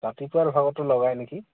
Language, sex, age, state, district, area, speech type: Assamese, male, 30-45, Assam, Goalpara, urban, conversation